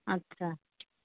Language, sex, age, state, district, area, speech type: Bengali, female, 45-60, West Bengal, Purba Bardhaman, rural, conversation